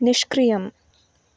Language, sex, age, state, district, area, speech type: Sanskrit, female, 18-30, Karnataka, Uttara Kannada, rural, read